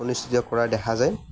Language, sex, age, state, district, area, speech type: Assamese, male, 18-30, Assam, Morigaon, rural, spontaneous